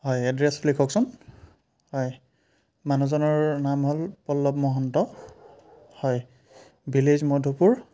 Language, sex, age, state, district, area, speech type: Assamese, male, 30-45, Assam, Biswanath, rural, spontaneous